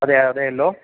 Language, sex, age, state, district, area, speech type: Malayalam, male, 45-60, Kerala, Thiruvananthapuram, urban, conversation